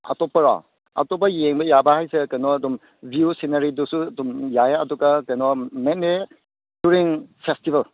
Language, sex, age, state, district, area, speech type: Manipuri, male, 30-45, Manipur, Ukhrul, rural, conversation